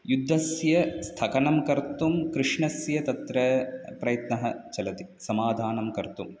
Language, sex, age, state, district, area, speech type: Sanskrit, male, 30-45, Tamil Nadu, Chennai, urban, spontaneous